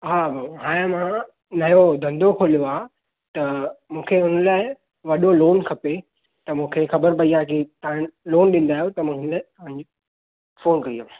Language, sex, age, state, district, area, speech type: Sindhi, male, 18-30, Maharashtra, Thane, urban, conversation